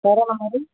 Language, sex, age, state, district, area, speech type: Telugu, male, 18-30, Andhra Pradesh, Guntur, urban, conversation